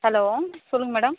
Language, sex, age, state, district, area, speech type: Tamil, female, 30-45, Tamil Nadu, Viluppuram, urban, conversation